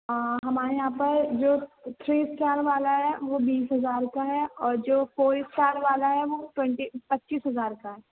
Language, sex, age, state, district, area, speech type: Urdu, female, 18-30, Uttar Pradesh, Gautam Buddha Nagar, rural, conversation